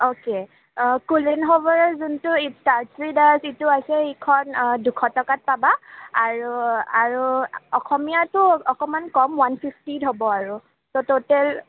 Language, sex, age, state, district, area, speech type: Assamese, female, 18-30, Assam, Kamrup Metropolitan, urban, conversation